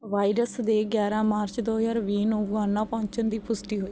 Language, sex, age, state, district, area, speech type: Punjabi, female, 18-30, Punjab, Barnala, rural, read